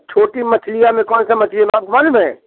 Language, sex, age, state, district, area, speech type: Hindi, male, 60+, Uttar Pradesh, Bhadohi, rural, conversation